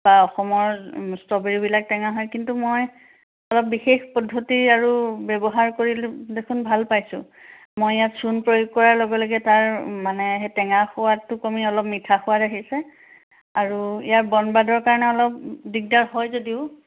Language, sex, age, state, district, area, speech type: Assamese, female, 45-60, Assam, Sivasagar, rural, conversation